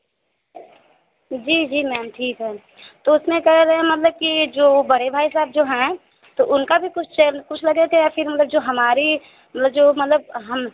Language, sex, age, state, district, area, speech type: Hindi, female, 30-45, Uttar Pradesh, Azamgarh, rural, conversation